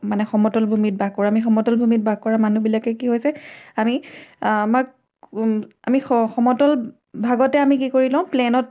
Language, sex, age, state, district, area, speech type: Assamese, female, 18-30, Assam, Majuli, urban, spontaneous